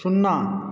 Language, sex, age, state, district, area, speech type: Maithili, male, 30-45, Bihar, Supaul, rural, read